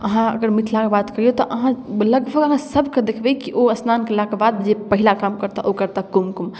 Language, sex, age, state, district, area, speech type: Maithili, female, 18-30, Bihar, Darbhanga, rural, spontaneous